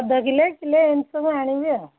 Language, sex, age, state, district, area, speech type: Odia, female, 60+, Odisha, Jharsuguda, rural, conversation